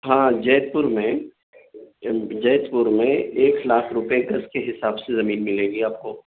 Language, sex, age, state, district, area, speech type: Urdu, male, 30-45, Delhi, South Delhi, urban, conversation